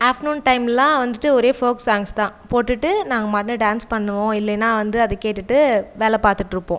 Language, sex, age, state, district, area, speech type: Tamil, female, 30-45, Tamil Nadu, Viluppuram, rural, spontaneous